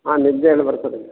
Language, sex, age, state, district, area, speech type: Kannada, male, 60+, Karnataka, Gulbarga, urban, conversation